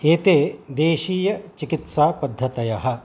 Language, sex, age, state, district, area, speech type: Sanskrit, male, 60+, Karnataka, Udupi, urban, spontaneous